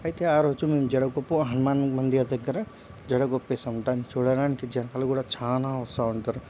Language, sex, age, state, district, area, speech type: Telugu, male, 18-30, Telangana, Medchal, rural, spontaneous